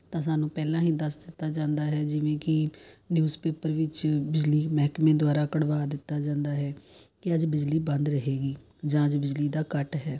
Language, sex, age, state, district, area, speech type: Punjabi, female, 30-45, Punjab, Tarn Taran, urban, spontaneous